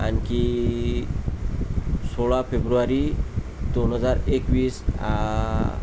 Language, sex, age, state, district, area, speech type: Marathi, male, 30-45, Maharashtra, Amravati, rural, spontaneous